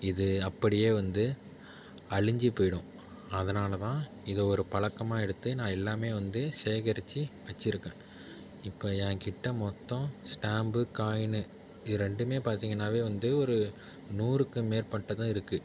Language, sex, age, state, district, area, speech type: Tamil, male, 30-45, Tamil Nadu, Tiruvarur, urban, spontaneous